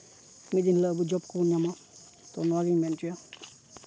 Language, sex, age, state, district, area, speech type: Santali, male, 18-30, West Bengal, Uttar Dinajpur, rural, spontaneous